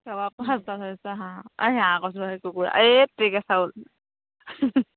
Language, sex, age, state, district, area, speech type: Assamese, female, 18-30, Assam, Charaideo, rural, conversation